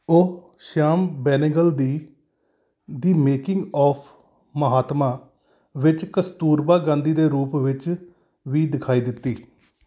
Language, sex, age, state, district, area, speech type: Punjabi, male, 45-60, Punjab, Kapurthala, urban, read